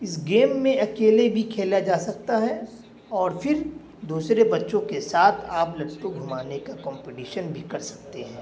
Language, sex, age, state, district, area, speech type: Urdu, male, 18-30, Bihar, Darbhanga, urban, spontaneous